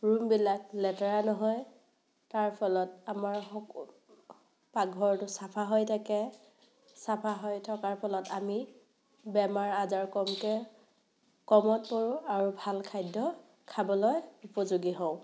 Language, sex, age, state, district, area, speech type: Assamese, female, 18-30, Assam, Morigaon, rural, spontaneous